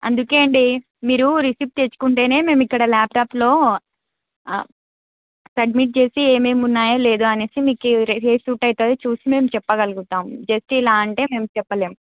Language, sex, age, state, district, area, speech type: Telugu, female, 18-30, Andhra Pradesh, Krishna, urban, conversation